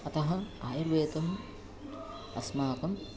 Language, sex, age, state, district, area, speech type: Sanskrit, male, 30-45, Kerala, Kannur, rural, spontaneous